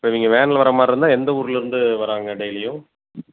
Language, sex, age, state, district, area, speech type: Tamil, male, 30-45, Tamil Nadu, Erode, rural, conversation